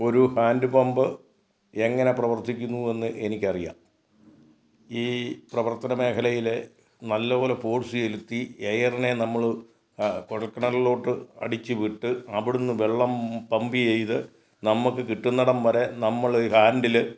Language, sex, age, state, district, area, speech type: Malayalam, male, 60+, Kerala, Kottayam, rural, spontaneous